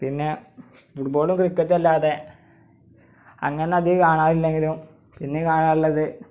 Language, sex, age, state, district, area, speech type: Malayalam, male, 18-30, Kerala, Malappuram, rural, spontaneous